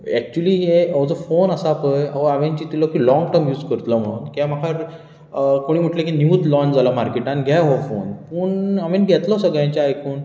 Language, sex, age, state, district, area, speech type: Goan Konkani, male, 30-45, Goa, Bardez, urban, spontaneous